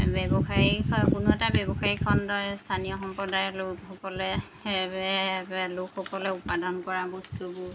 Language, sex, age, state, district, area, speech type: Assamese, female, 30-45, Assam, Jorhat, urban, spontaneous